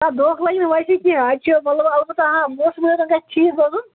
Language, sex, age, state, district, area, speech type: Kashmiri, male, 30-45, Jammu and Kashmir, Bandipora, rural, conversation